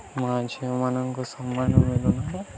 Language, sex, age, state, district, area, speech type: Odia, male, 18-30, Odisha, Nuapada, urban, spontaneous